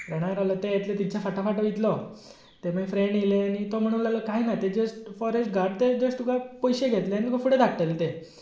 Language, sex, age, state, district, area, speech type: Goan Konkani, male, 18-30, Goa, Tiswadi, rural, spontaneous